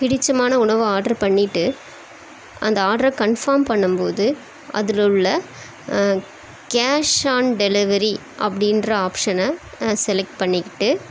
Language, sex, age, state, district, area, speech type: Tamil, female, 30-45, Tamil Nadu, Chennai, urban, spontaneous